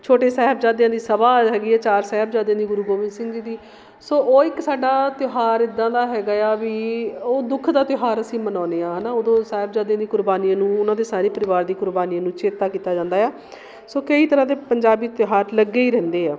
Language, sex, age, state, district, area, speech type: Punjabi, female, 45-60, Punjab, Shaheed Bhagat Singh Nagar, urban, spontaneous